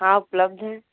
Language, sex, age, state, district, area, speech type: Hindi, female, 18-30, Uttar Pradesh, Sonbhadra, rural, conversation